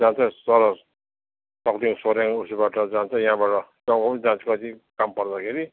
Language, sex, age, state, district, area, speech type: Nepali, male, 60+, West Bengal, Darjeeling, rural, conversation